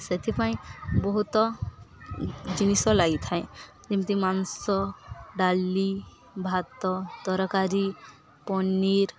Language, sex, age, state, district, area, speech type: Odia, female, 18-30, Odisha, Balangir, urban, spontaneous